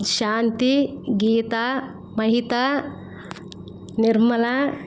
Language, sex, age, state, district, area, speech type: Telugu, female, 30-45, Andhra Pradesh, Nellore, rural, spontaneous